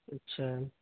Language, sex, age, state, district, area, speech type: Urdu, male, 45-60, Bihar, Supaul, rural, conversation